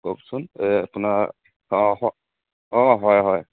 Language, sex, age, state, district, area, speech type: Assamese, male, 18-30, Assam, Dhemaji, rural, conversation